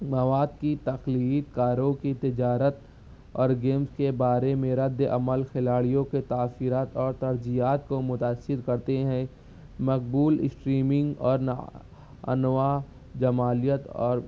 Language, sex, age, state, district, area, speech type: Urdu, male, 18-30, Maharashtra, Nashik, urban, spontaneous